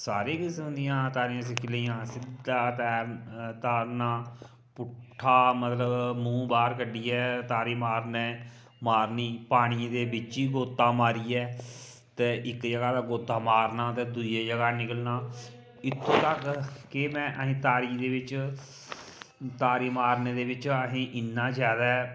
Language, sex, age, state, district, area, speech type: Dogri, male, 45-60, Jammu and Kashmir, Kathua, rural, spontaneous